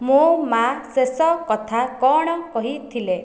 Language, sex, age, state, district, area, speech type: Odia, female, 18-30, Odisha, Khordha, rural, read